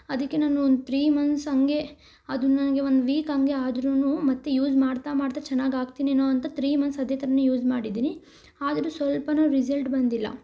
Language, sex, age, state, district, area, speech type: Kannada, female, 18-30, Karnataka, Tumkur, rural, spontaneous